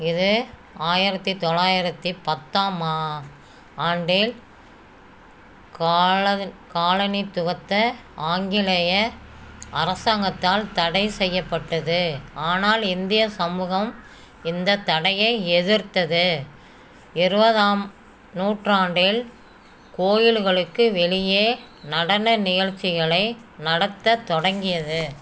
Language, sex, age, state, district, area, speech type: Tamil, female, 60+, Tamil Nadu, Namakkal, rural, read